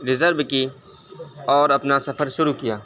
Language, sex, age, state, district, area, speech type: Urdu, male, 18-30, Uttar Pradesh, Saharanpur, urban, spontaneous